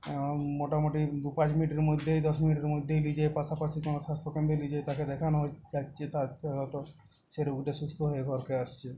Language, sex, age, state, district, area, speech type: Bengali, male, 30-45, West Bengal, Uttar Dinajpur, rural, spontaneous